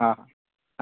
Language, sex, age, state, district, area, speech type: Sindhi, male, 18-30, Maharashtra, Thane, urban, conversation